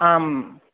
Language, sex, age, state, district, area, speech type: Sanskrit, male, 18-30, Odisha, Khordha, rural, conversation